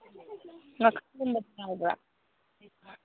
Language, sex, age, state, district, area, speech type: Manipuri, female, 18-30, Manipur, Kangpokpi, urban, conversation